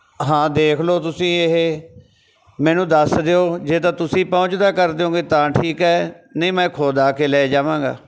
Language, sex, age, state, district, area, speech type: Punjabi, male, 45-60, Punjab, Bathinda, rural, spontaneous